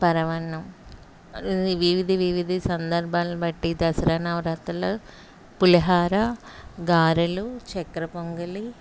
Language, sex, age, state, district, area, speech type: Telugu, female, 30-45, Andhra Pradesh, Anakapalli, urban, spontaneous